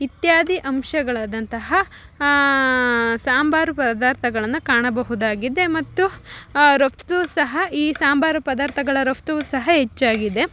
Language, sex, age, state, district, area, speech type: Kannada, female, 18-30, Karnataka, Chikkamagaluru, rural, spontaneous